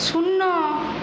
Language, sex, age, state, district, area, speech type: Bengali, female, 45-60, West Bengal, Paschim Medinipur, rural, read